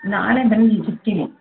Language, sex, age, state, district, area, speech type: Kannada, female, 60+, Karnataka, Mysore, urban, conversation